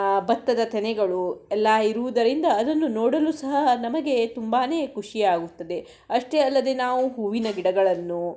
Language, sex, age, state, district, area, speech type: Kannada, female, 60+, Karnataka, Shimoga, rural, spontaneous